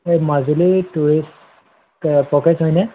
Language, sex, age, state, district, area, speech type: Assamese, male, 18-30, Assam, Majuli, urban, conversation